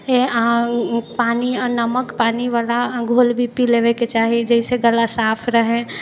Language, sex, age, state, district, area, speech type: Maithili, female, 18-30, Bihar, Sitamarhi, urban, spontaneous